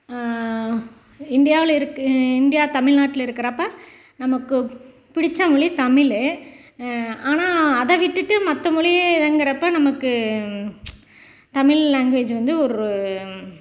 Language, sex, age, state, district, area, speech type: Tamil, female, 45-60, Tamil Nadu, Salem, rural, spontaneous